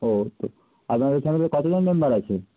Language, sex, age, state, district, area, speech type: Bengali, male, 30-45, West Bengal, Nadia, rural, conversation